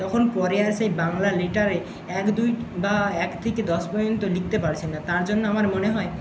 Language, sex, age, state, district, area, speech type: Bengali, male, 60+, West Bengal, Jhargram, rural, spontaneous